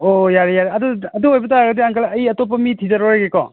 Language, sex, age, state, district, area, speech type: Manipuri, male, 45-60, Manipur, Imphal East, rural, conversation